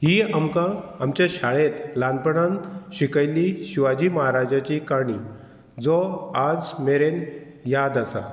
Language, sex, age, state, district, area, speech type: Goan Konkani, male, 45-60, Goa, Murmgao, rural, spontaneous